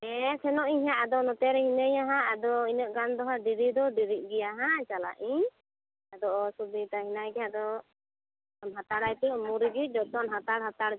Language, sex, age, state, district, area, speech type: Santali, female, 30-45, West Bengal, Purulia, rural, conversation